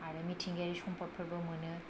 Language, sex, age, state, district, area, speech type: Bodo, female, 30-45, Assam, Kokrajhar, rural, spontaneous